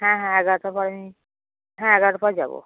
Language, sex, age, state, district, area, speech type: Bengali, female, 30-45, West Bengal, Cooch Behar, urban, conversation